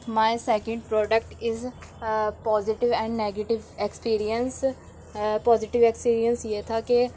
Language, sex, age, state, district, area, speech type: Urdu, female, 45-60, Delhi, Central Delhi, urban, spontaneous